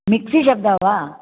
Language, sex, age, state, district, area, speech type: Sanskrit, female, 60+, Karnataka, Uttara Kannada, rural, conversation